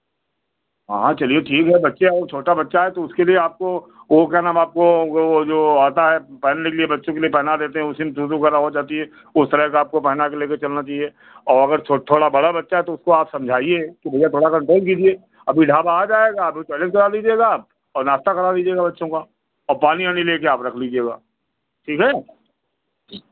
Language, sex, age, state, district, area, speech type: Hindi, male, 60+, Uttar Pradesh, Lucknow, rural, conversation